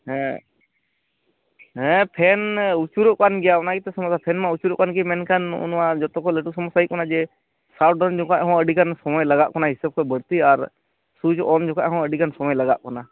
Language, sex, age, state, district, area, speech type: Santali, male, 18-30, West Bengal, Malda, rural, conversation